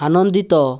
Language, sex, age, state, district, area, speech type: Odia, male, 18-30, Odisha, Balasore, rural, read